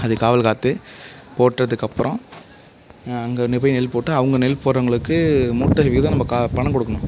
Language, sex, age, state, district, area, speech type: Tamil, male, 18-30, Tamil Nadu, Mayiladuthurai, urban, spontaneous